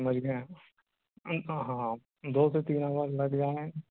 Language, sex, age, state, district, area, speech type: Urdu, male, 30-45, Bihar, Gaya, urban, conversation